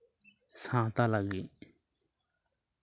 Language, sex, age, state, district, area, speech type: Santali, male, 18-30, West Bengal, Bankura, rural, spontaneous